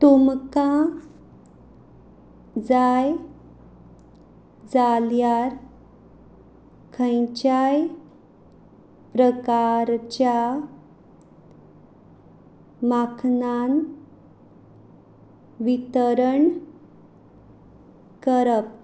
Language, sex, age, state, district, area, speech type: Goan Konkani, female, 30-45, Goa, Quepem, rural, read